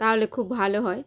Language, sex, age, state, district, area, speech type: Bengali, female, 30-45, West Bengal, Howrah, urban, spontaneous